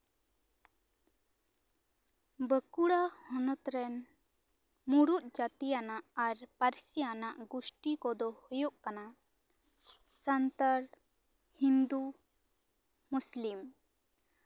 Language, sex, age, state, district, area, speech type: Santali, female, 18-30, West Bengal, Bankura, rural, spontaneous